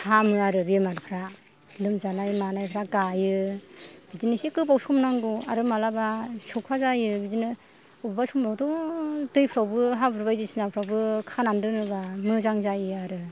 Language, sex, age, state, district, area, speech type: Bodo, female, 60+, Assam, Kokrajhar, rural, spontaneous